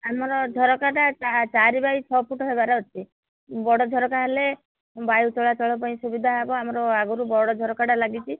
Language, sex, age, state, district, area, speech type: Odia, female, 60+, Odisha, Sundergarh, rural, conversation